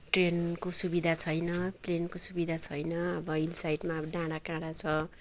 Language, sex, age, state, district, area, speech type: Nepali, female, 45-60, West Bengal, Kalimpong, rural, spontaneous